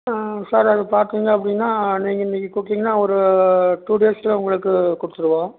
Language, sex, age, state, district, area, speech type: Tamil, male, 60+, Tamil Nadu, Erode, rural, conversation